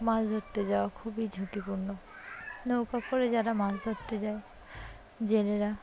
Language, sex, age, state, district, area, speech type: Bengali, female, 18-30, West Bengal, Dakshin Dinajpur, urban, spontaneous